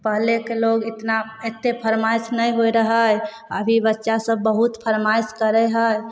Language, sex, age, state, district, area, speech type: Maithili, female, 18-30, Bihar, Samastipur, urban, spontaneous